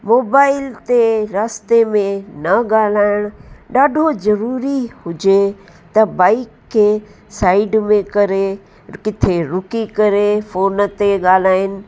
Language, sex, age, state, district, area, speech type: Sindhi, female, 60+, Uttar Pradesh, Lucknow, rural, spontaneous